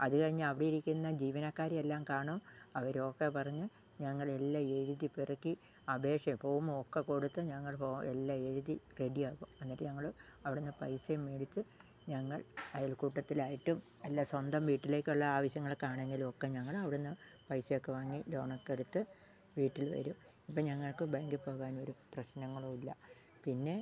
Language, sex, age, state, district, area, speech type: Malayalam, female, 60+, Kerala, Wayanad, rural, spontaneous